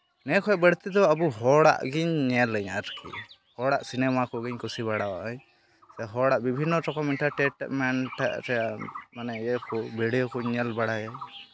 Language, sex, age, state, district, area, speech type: Santali, male, 18-30, West Bengal, Malda, rural, spontaneous